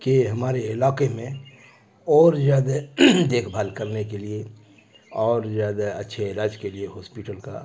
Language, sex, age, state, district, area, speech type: Urdu, male, 60+, Bihar, Khagaria, rural, spontaneous